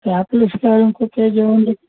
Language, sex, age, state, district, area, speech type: Telugu, male, 60+, Andhra Pradesh, Konaseema, rural, conversation